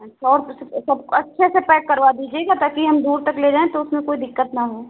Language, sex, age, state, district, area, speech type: Hindi, female, 30-45, Uttar Pradesh, Sitapur, rural, conversation